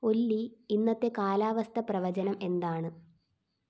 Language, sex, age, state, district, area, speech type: Malayalam, female, 18-30, Kerala, Thiruvananthapuram, rural, read